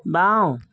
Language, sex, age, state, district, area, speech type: Assamese, male, 45-60, Assam, Charaideo, urban, read